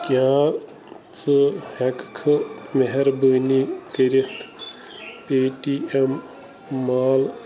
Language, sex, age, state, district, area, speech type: Kashmiri, male, 30-45, Jammu and Kashmir, Bandipora, rural, read